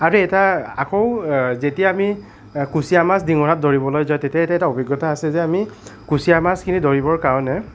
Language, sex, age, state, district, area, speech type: Assamese, male, 60+, Assam, Nagaon, rural, spontaneous